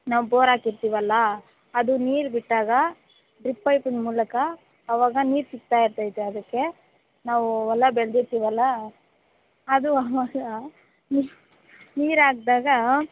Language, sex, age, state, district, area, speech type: Kannada, female, 18-30, Karnataka, Kolar, rural, conversation